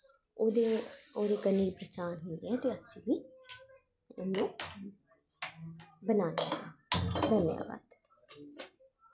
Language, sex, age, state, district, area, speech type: Dogri, female, 30-45, Jammu and Kashmir, Jammu, urban, spontaneous